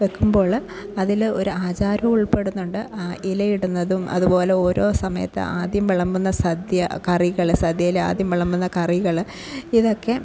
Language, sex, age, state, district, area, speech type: Malayalam, female, 18-30, Kerala, Kasaragod, rural, spontaneous